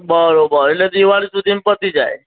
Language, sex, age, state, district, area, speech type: Gujarati, male, 45-60, Gujarat, Aravalli, urban, conversation